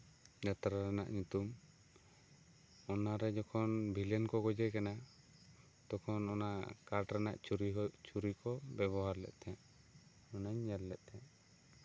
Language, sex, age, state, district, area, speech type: Santali, male, 18-30, West Bengal, Bankura, rural, spontaneous